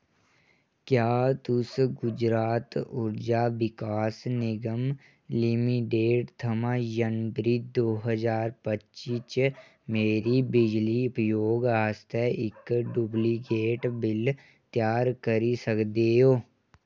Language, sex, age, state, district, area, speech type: Dogri, male, 18-30, Jammu and Kashmir, Kathua, rural, read